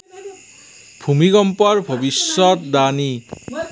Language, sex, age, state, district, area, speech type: Assamese, male, 18-30, Assam, Nalbari, rural, read